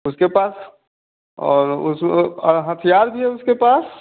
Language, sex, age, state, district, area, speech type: Hindi, male, 18-30, Bihar, Vaishali, urban, conversation